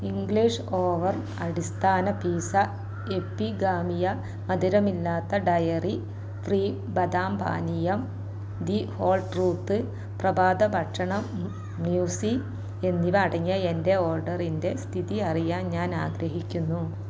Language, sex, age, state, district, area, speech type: Malayalam, female, 45-60, Kerala, Malappuram, rural, read